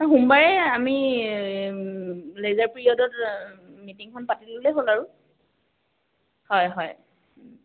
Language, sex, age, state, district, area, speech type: Assamese, female, 18-30, Assam, Kamrup Metropolitan, urban, conversation